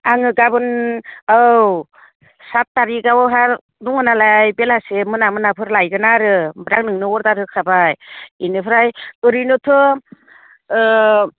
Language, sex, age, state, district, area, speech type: Bodo, female, 45-60, Assam, Udalguri, rural, conversation